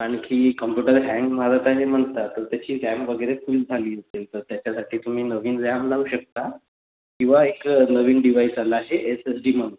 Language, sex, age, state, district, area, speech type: Marathi, male, 45-60, Maharashtra, Nagpur, rural, conversation